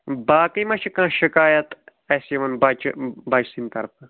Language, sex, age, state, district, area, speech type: Kashmiri, male, 30-45, Jammu and Kashmir, Shopian, urban, conversation